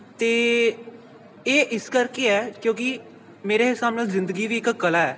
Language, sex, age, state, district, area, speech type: Punjabi, male, 18-30, Punjab, Pathankot, rural, spontaneous